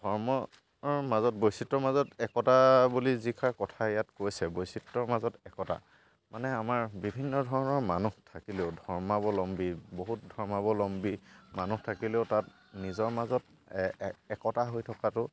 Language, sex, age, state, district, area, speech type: Assamese, male, 45-60, Assam, Charaideo, rural, spontaneous